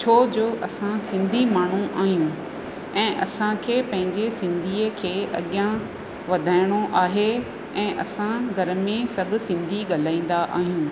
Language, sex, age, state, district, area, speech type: Sindhi, female, 45-60, Rajasthan, Ajmer, rural, spontaneous